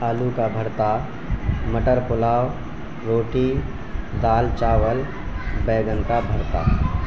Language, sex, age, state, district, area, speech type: Urdu, male, 18-30, Bihar, Araria, rural, spontaneous